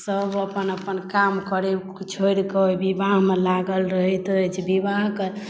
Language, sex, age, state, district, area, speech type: Maithili, female, 18-30, Bihar, Madhubani, rural, spontaneous